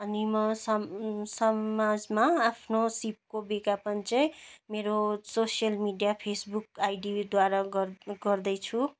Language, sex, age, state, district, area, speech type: Nepali, female, 30-45, West Bengal, Jalpaiguri, urban, spontaneous